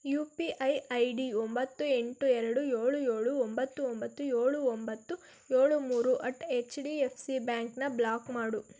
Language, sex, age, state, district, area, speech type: Kannada, female, 18-30, Karnataka, Tumkur, urban, read